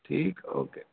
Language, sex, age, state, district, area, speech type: Punjabi, male, 30-45, Punjab, Gurdaspur, rural, conversation